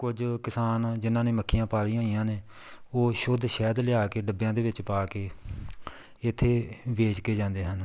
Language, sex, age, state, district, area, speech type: Punjabi, male, 30-45, Punjab, Tarn Taran, rural, spontaneous